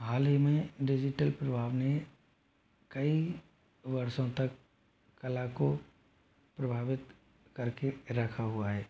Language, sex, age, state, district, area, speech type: Hindi, male, 45-60, Rajasthan, Jodhpur, urban, spontaneous